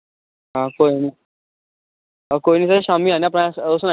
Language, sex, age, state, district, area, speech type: Dogri, male, 18-30, Jammu and Kashmir, Kathua, rural, conversation